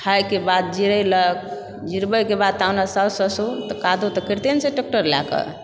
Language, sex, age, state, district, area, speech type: Maithili, female, 30-45, Bihar, Supaul, rural, spontaneous